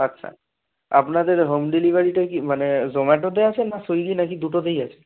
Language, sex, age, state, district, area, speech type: Bengali, male, 18-30, West Bengal, Darjeeling, rural, conversation